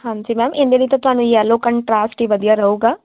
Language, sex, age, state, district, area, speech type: Punjabi, female, 18-30, Punjab, Firozpur, rural, conversation